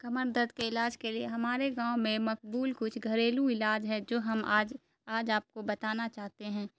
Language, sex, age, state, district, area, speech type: Urdu, female, 18-30, Bihar, Darbhanga, rural, spontaneous